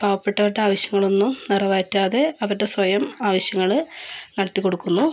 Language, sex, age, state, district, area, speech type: Malayalam, female, 18-30, Kerala, Wayanad, rural, spontaneous